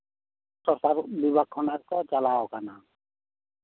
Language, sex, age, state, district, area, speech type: Santali, male, 60+, West Bengal, Bankura, rural, conversation